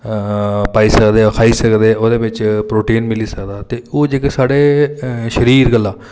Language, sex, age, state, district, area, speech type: Dogri, male, 30-45, Jammu and Kashmir, Reasi, rural, spontaneous